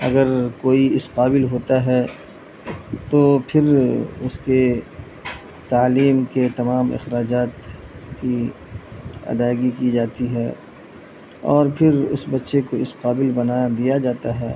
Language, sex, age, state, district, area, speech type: Urdu, male, 30-45, Bihar, Madhubani, urban, spontaneous